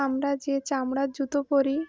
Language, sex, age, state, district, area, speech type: Bengali, female, 18-30, West Bengal, Uttar Dinajpur, urban, spontaneous